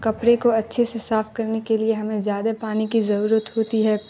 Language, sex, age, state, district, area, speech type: Urdu, female, 30-45, Bihar, Darbhanga, rural, spontaneous